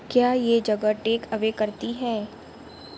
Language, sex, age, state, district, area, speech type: Urdu, other, 18-30, Uttar Pradesh, Mau, urban, read